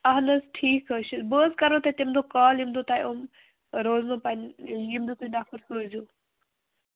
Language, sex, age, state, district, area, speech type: Kashmiri, female, 30-45, Jammu and Kashmir, Bandipora, rural, conversation